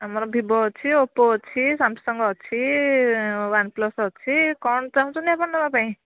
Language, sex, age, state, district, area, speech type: Odia, female, 18-30, Odisha, Kendujhar, urban, conversation